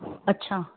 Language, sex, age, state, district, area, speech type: Sindhi, female, 30-45, Gujarat, Surat, urban, conversation